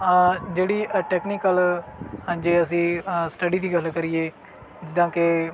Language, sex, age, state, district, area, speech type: Punjabi, male, 18-30, Punjab, Bathinda, rural, spontaneous